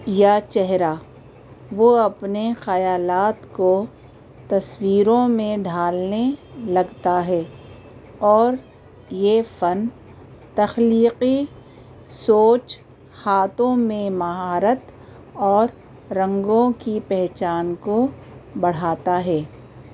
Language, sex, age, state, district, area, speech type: Urdu, female, 45-60, Delhi, North East Delhi, urban, spontaneous